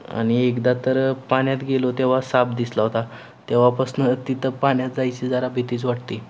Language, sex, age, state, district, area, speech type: Marathi, male, 18-30, Maharashtra, Satara, urban, spontaneous